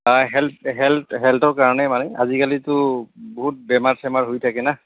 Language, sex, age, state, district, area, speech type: Assamese, male, 30-45, Assam, Goalpara, urban, conversation